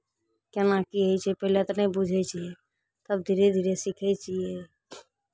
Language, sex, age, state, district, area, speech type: Maithili, female, 30-45, Bihar, Araria, rural, spontaneous